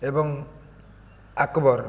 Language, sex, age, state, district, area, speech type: Odia, male, 60+, Odisha, Jajpur, rural, spontaneous